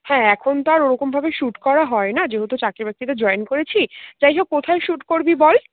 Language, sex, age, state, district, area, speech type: Bengali, female, 30-45, West Bengal, Dakshin Dinajpur, urban, conversation